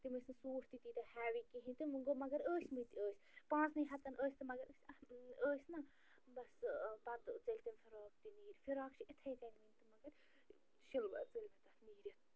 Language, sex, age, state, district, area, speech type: Kashmiri, female, 30-45, Jammu and Kashmir, Bandipora, rural, spontaneous